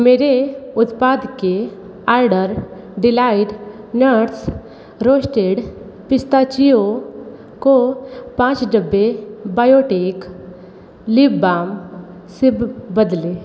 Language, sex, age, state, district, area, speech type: Hindi, female, 30-45, Uttar Pradesh, Sonbhadra, rural, read